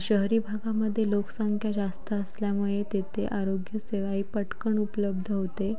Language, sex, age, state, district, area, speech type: Marathi, female, 18-30, Maharashtra, Sindhudurg, rural, spontaneous